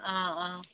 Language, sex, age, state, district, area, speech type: Assamese, female, 30-45, Assam, Tinsukia, urban, conversation